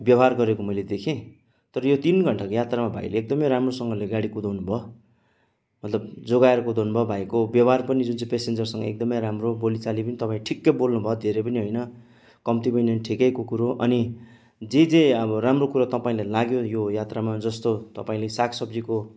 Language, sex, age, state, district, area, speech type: Nepali, male, 30-45, West Bengal, Kalimpong, rural, spontaneous